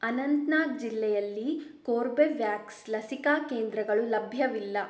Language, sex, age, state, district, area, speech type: Kannada, female, 18-30, Karnataka, Shimoga, rural, read